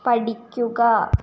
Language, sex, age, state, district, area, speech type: Malayalam, female, 18-30, Kerala, Ernakulam, rural, read